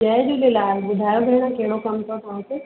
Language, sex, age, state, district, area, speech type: Sindhi, female, 45-60, Uttar Pradesh, Lucknow, urban, conversation